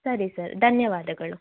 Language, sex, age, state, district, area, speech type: Kannada, female, 18-30, Karnataka, Shimoga, rural, conversation